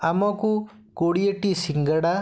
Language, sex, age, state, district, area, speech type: Odia, male, 30-45, Odisha, Bhadrak, rural, spontaneous